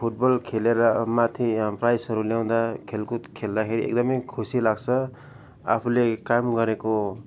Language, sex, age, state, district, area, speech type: Nepali, male, 45-60, West Bengal, Darjeeling, rural, spontaneous